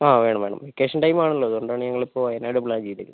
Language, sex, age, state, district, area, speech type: Malayalam, male, 45-60, Kerala, Wayanad, rural, conversation